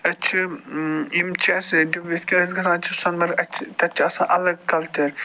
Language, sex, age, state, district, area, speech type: Kashmiri, male, 45-60, Jammu and Kashmir, Budgam, urban, spontaneous